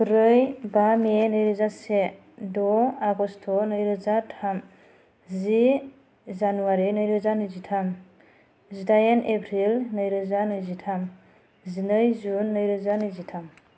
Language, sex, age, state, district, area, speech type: Bodo, female, 30-45, Assam, Kokrajhar, rural, spontaneous